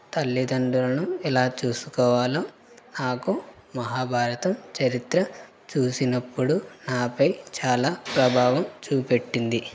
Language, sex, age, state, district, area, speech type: Telugu, male, 18-30, Telangana, Karimnagar, rural, spontaneous